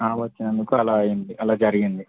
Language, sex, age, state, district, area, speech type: Telugu, male, 18-30, Telangana, Mancherial, rural, conversation